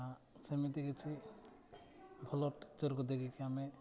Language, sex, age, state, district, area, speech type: Odia, male, 18-30, Odisha, Nabarangpur, urban, spontaneous